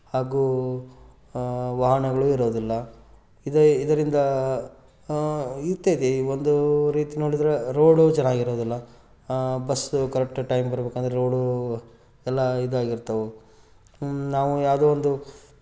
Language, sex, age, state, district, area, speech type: Kannada, male, 30-45, Karnataka, Gadag, rural, spontaneous